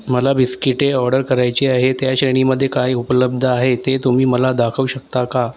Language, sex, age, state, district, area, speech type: Marathi, male, 30-45, Maharashtra, Nagpur, rural, read